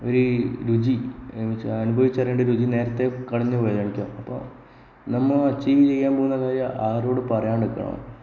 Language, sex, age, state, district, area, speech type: Malayalam, male, 18-30, Kerala, Kasaragod, rural, spontaneous